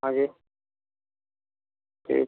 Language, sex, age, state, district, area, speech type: Hindi, male, 60+, Uttar Pradesh, Ghazipur, rural, conversation